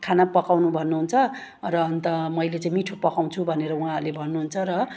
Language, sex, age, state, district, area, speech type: Nepali, female, 45-60, West Bengal, Darjeeling, rural, spontaneous